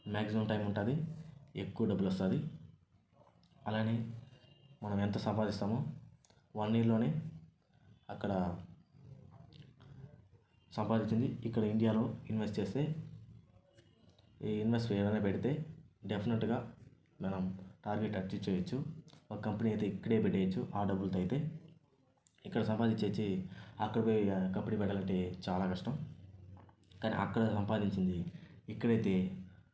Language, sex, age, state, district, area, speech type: Telugu, male, 18-30, Andhra Pradesh, Sri Balaji, rural, spontaneous